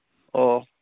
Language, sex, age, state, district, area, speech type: Santali, male, 18-30, West Bengal, Jhargram, rural, conversation